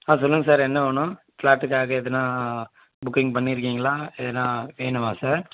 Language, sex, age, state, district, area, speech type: Tamil, male, 18-30, Tamil Nadu, Vellore, urban, conversation